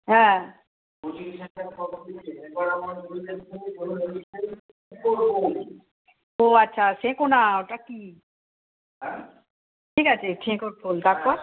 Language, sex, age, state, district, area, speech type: Bengali, female, 60+, West Bengal, Hooghly, rural, conversation